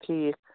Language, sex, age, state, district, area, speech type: Kashmiri, male, 30-45, Jammu and Kashmir, Baramulla, urban, conversation